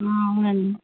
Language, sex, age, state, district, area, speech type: Telugu, female, 30-45, Andhra Pradesh, Chittoor, rural, conversation